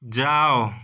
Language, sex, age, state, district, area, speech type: Odia, male, 30-45, Odisha, Cuttack, urban, read